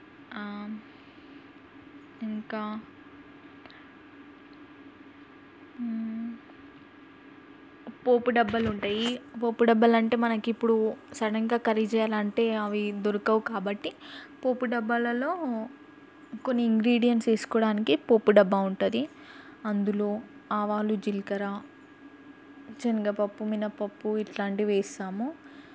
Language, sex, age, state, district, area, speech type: Telugu, female, 18-30, Telangana, Mahbubnagar, urban, spontaneous